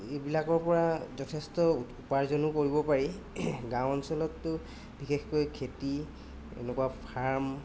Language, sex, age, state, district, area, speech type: Assamese, male, 30-45, Assam, Golaghat, urban, spontaneous